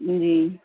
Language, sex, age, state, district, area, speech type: Urdu, female, 45-60, Bihar, Gaya, urban, conversation